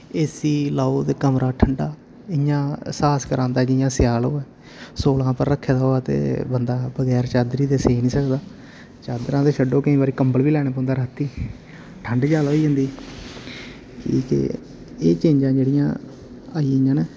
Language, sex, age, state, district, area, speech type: Dogri, male, 18-30, Jammu and Kashmir, Samba, rural, spontaneous